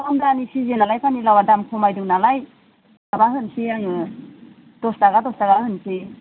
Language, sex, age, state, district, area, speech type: Bodo, female, 45-60, Assam, Udalguri, rural, conversation